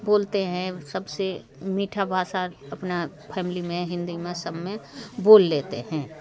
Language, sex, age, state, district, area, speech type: Hindi, female, 45-60, Bihar, Darbhanga, rural, spontaneous